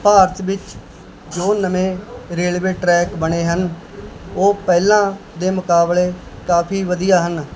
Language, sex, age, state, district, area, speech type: Punjabi, male, 30-45, Punjab, Barnala, urban, spontaneous